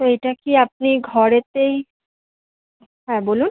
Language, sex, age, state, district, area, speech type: Bengali, female, 18-30, West Bengal, Kolkata, urban, conversation